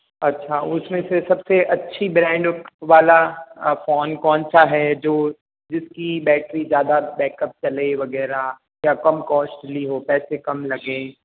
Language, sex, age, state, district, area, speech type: Hindi, male, 18-30, Rajasthan, Jodhpur, urban, conversation